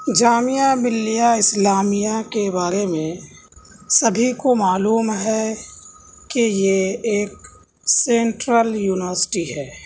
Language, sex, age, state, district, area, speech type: Urdu, male, 18-30, Delhi, South Delhi, urban, spontaneous